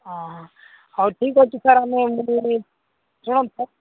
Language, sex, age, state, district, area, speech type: Odia, male, 45-60, Odisha, Nabarangpur, rural, conversation